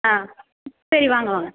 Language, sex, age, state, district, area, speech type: Tamil, female, 18-30, Tamil Nadu, Tiruvarur, rural, conversation